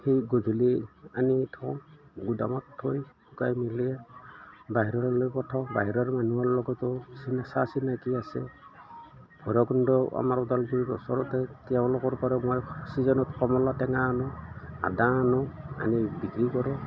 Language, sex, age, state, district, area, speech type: Assamese, male, 60+, Assam, Udalguri, rural, spontaneous